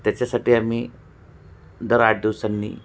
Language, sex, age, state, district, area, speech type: Marathi, male, 45-60, Maharashtra, Nashik, urban, spontaneous